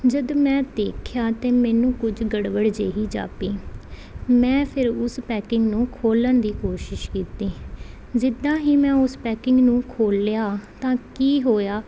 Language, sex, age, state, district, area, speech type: Punjabi, female, 18-30, Punjab, Pathankot, rural, spontaneous